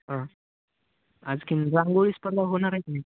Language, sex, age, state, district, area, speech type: Marathi, male, 18-30, Maharashtra, Nanded, rural, conversation